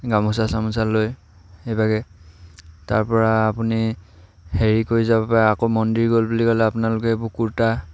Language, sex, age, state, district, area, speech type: Assamese, male, 18-30, Assam, Sivasagar, rural, spontaneous